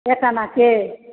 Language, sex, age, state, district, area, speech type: Maithili, female, 60+, Bihar, Supaul, rural, conversation